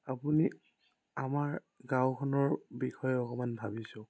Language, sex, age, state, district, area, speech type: Assamese, male, 18-30, Assam, Charaideo, urban, spontaneous